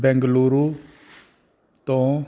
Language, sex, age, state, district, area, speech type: Punjabi, male, 30-45, Punjab, Fazilka, rural, read